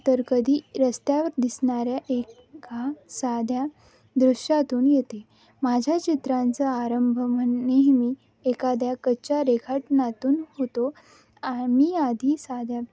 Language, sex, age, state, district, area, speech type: Marathi, female, 18-30, Maharashtra, Nanded, rural, spontaneous